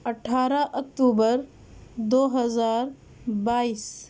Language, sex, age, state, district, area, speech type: Urdu, female, 30-45, Delhi, South Delhi, rural, spontaneous